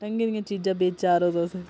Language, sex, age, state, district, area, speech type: Dogri, female, 30-45, Jammu and Kashmir, Udhampur, rural, spontaneous